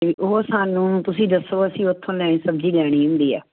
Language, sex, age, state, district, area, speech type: Punjabi, female, 60+, Punjab, Muktsar, urban, conversation